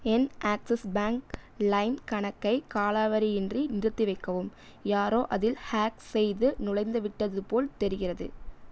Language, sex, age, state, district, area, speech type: Tamil, female, 18-30, Tamil Nadu, Erode, rural, read